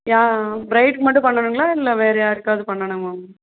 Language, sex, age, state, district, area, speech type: Tamil, female, 30-45, Tamil Nadu, Madurai, rural, conversation